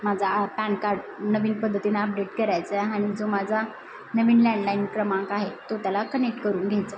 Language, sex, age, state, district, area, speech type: Marathi, female, 30-45, Maharashtra, Osmanabad, rural, spontaneous